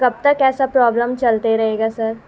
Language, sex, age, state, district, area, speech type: Urdu, female, 18-30, Bihar, Gaya, urban, spontaneous